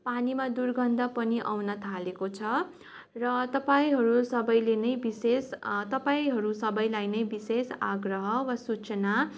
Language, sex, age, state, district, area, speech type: Nepali, female, 18-30, West Bengal, Darjeeling, rural, spontaneous